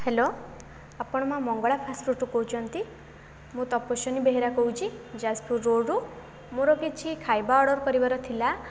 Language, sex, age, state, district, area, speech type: Odia, female, 18-30, Odisha, Jajpur, rural, spontaneous